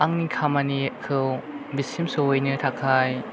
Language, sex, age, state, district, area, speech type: Bodo, male, 18-30, Assam, Chirang, rural, spontaneous